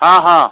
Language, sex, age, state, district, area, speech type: Odia, male, 60+, Odisha, Kendujhar, urban, conversation